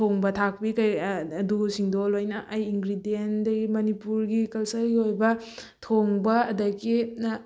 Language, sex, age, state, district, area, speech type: Manipuri, female, 18-30, Manipur, Thoubal, rural, spontaneous